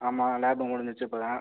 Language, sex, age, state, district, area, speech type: Tamil, male, 18-30, Tamil Nadu, Sivaganga, rural, conversation